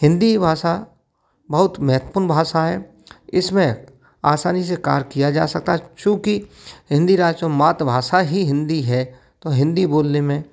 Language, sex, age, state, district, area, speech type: Hindi, male, 45-60, Madhya Pradesh, Gwalior, rural, spontaneous